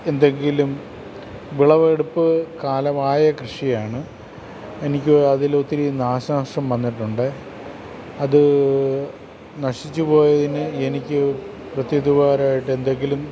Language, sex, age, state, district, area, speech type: Malayalam, male, 45-60, Kerala, Kottayam, urban, spontaneous